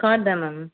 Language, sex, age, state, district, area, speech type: Tamil, female, 30-45, Tamil Nadu, Chennai, urban, conversation